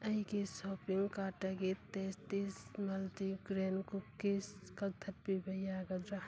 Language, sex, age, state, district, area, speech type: Manipuri, female, 30-45, Manipur, Churachandpur, rural, read